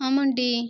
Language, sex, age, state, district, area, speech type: Tamil, female, 18-30, Tamil Nadu, Viluppuram, urban, spontaneous